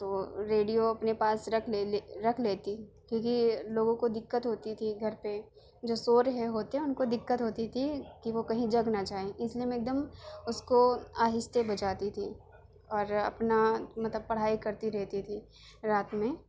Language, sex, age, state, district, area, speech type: Urdu, female, 18-30, Delhi, South Delhi, urban, spontaneous